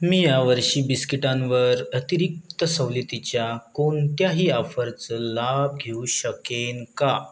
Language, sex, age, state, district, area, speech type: Marathi, male, 30-45, Maharashtra, Gadchiroli, rural, read